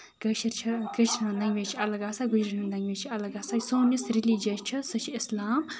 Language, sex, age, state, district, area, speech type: Kashmiri, female, 18-30, Jammu and Kashmir, Kupwara, rural, spontaneous